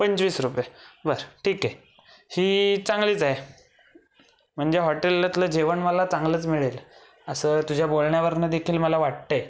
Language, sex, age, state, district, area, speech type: Marathi, male, 18-30, Maharashtra, Raigad, rural, spontaneous